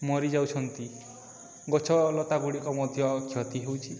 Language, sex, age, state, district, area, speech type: Odia, male, 18-30, Odisha, Balangir, urban, spontaneous